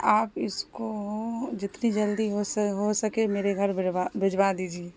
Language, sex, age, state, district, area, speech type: Urdu, female, 30-45, Bihar, Saharsa, rural, spontaneous